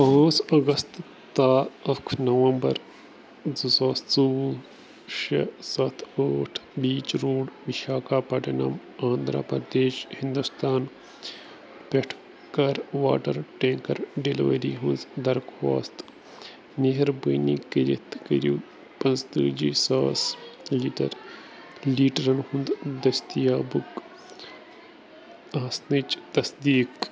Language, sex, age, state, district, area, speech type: Kashmiri, male, 30-45, Jammu and Kashmir, Bandipora, rural, read